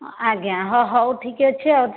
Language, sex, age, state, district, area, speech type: Odia, female, 30-45, Odisha, Bhadrak, rural, conversation